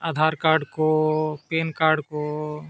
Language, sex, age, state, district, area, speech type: Santali, male, 45-60, Jharkhand, Bokaro, rural, spontaneous